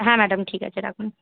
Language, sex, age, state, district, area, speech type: Bengali, female, 18-30, West Bengal, Paschim Medinipur, rural, conversation